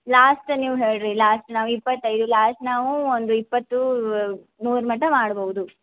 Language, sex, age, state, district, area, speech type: Kannada, female, 18-30, Karnataka, Belgaum, rural, conversation